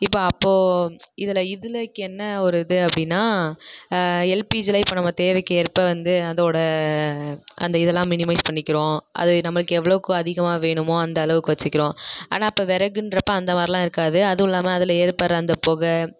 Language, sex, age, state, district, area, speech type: Tamil, female, 18-30, Tamil Nadu, Nagapattinam, rural, spontaneous